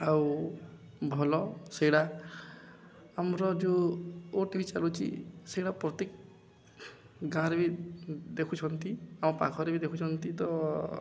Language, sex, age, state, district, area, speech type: Odia, male, 18-30, Odisha, Balangir, urban, spontaneous